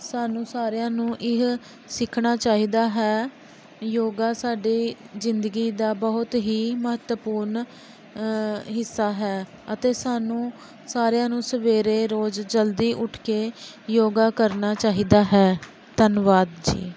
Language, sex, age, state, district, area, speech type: Punjabi, female, 30-45, Punjab, Pathankot, rural, spontaneous